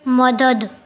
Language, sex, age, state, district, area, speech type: Urdu, female, 45-60, Delhi, Central Delhi, urban, read